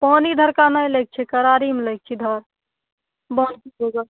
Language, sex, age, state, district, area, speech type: Maithili, female, 18-30, Bihar, Begusarai, rural, conversation